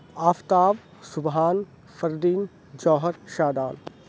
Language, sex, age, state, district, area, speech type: Urdu, male, 30-45, Uttar Pradesh, Aligarh, rural, spontaneous